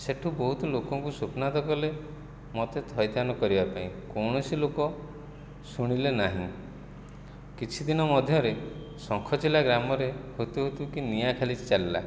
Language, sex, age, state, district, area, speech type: Odia, male, 45-60, Odisha, Jajpur, rural, spontaneous